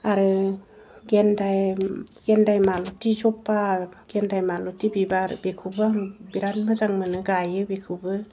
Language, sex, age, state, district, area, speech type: Bodo, female, 30-45, Assam, Udalguri, rural, spontaneous